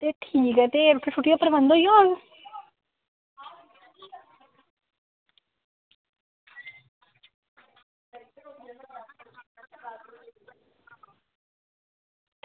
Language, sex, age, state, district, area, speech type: Dogri, female, 18-30, Jammu and Kashmir, Samba, rural, conversation